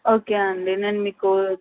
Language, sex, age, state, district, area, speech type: Telugu, female, 18-30, Telangana, Medchal, urban, conversation